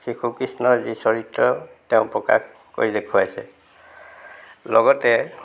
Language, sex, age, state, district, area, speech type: Assamese, male, 60+, Assam, Golaghat, urban, spontaneous